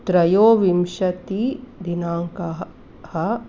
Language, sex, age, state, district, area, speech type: Sanskrit, female, 45-60, Karnataka, Mandya, urban, spontaneous